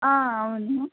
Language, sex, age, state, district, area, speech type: Telugu, female, 18-30, Telangana, Mahabubabad, rural, conversation